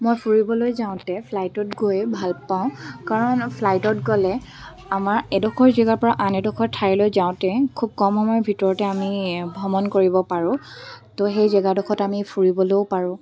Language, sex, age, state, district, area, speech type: Assamese, female, 18-30, Assam, Dibrugarh, rural, spontaneous